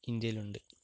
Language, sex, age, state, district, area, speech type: Malayalam, male, 45-60, Kerala, Palakkad, rural, spontaneous